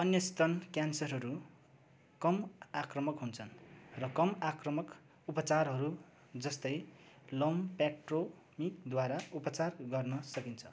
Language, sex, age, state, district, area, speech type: Nepali, male, 30-45, West Bengal, Darjeeling, rural, read